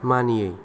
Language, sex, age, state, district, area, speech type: Bodo, male, 30-45, Assam, Kokrajhar, rural, read